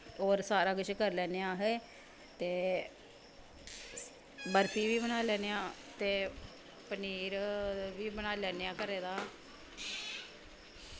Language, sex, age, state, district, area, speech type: Dogri, female, 30-45, Jammu and Kashmir, Samba, rural, spontaneous